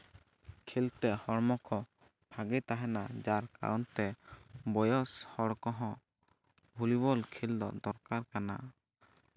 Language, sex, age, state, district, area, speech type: Santali, male, 18-30, West Bengal, Jhargram, rural, spontaneous